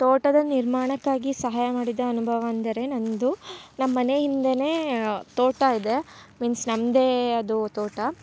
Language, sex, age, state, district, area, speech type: Kannada, female, 18-30, Karnataka, Chikkamagaluru, rural, spontaneous